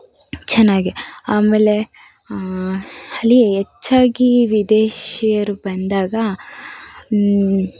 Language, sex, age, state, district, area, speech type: Kannada, female, 18-30, Karnataka, Davanagere, urban, spontaneous